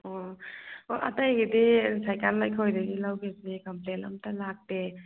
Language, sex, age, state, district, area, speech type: Manipuri, female, 45-60, Manipur, Churachandpur, rural, conversation